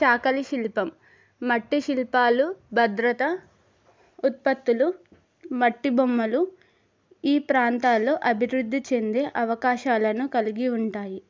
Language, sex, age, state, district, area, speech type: Telugu, female, 18-30, Telangana, Adilabad, urban, spontaneous